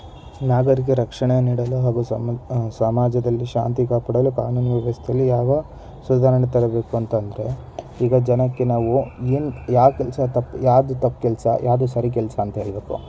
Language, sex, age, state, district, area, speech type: Kannada, male, 18-30, Karnataka, Shimoga, rural, spontaneous